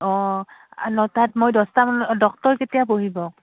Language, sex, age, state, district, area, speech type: Assamese, female, 18-30, Assam, Udalguri, urban, conversation